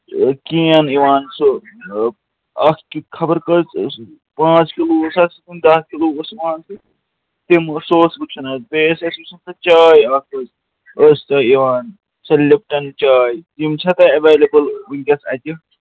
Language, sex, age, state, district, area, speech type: Kashmiri, male, 30-45, Jammu and Kashmir, Srinagar, urban, conversation